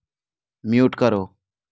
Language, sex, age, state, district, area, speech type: Hindi, male, 18-30, Rajasthan, Bharatpur, rural, read